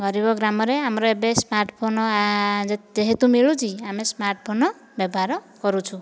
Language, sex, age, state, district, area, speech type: Odia, female, 45-60, Odisha, Dhenkanal, rural, spontaneous